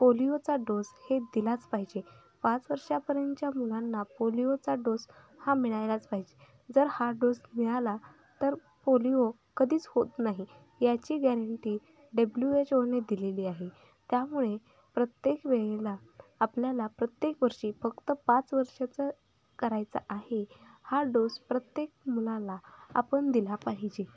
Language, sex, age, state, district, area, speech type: Marathi, female, 18-30, Maharashtra, Sangli, rural, spontaneous